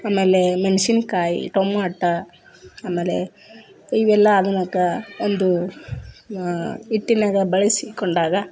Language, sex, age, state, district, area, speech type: Kannada, female, 45-60, Karnataka, Koppal, rural, spontaneous